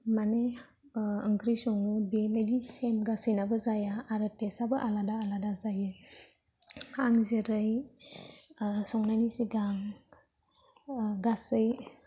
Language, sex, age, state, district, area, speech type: Bodo, female, 18-30, Assam, Kokrajhar, rural, spontaneous